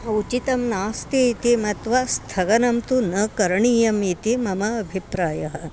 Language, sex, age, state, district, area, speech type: Sanskrit, female, 60+, Karnataka, Bangalore Urban, rural, spontaneous